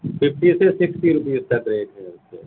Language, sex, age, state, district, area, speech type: Urdu, male, 60+, Uttar Pradesh, Shahjahanpur, rural, conversation